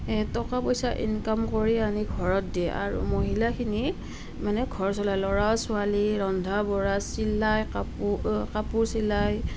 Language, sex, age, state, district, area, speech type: Assamese, female, 30-45, Assam, Nalbari, rural, spontaneous